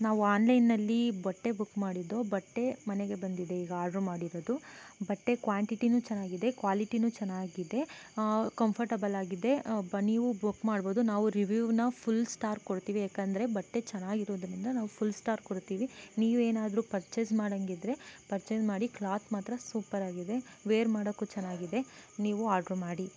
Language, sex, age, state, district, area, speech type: Kannada, female, 18-30, Karnataka, Tumkur, rural, spontaneous